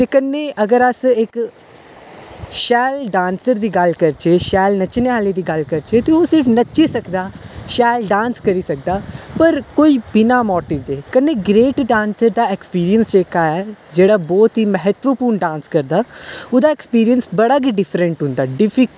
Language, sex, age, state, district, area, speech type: Dogri, male, 18-30, Jammu and Kashmir, Udhampur, urban, spontaneous